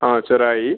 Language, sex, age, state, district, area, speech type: Malayalam, male, 45-60, Kerala, Malappuram, rural, conversation